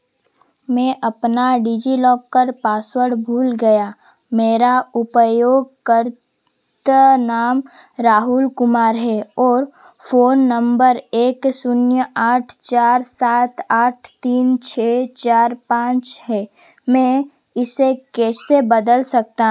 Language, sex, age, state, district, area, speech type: Hindi, female, 18-30, Madhya Pradesh, Seoni, urban, read